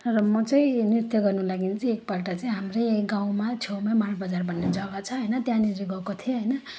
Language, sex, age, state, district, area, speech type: Nepali, female, 30-45, West Bengal, Jalpaiguri, rural, spontaneous